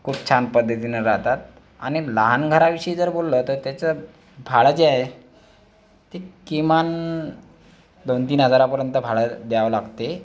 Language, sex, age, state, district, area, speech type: Marathi, male, 30-45, Maharashtra, Akola, urban, spontaneous